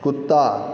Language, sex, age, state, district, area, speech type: Maithili, male, 18-30, Bihar, Saharsa, rural, read